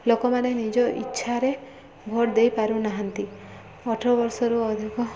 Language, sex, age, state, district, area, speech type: Odia, female, 18-30, Odisha, Subarnapur, urban, spontaneous